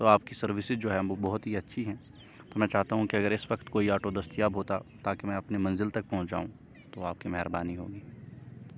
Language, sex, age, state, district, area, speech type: Urdu, male, 18-30, Jammu and Kashmir, Srinagar, rural, spontaneous